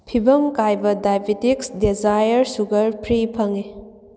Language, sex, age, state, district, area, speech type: Manipuri, female, 18-30, Manipur, Kakching, urban, read